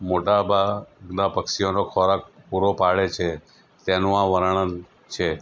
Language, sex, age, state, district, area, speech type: Gujarati, male, 45-60, Gujarat, Anand, rural, spontaneous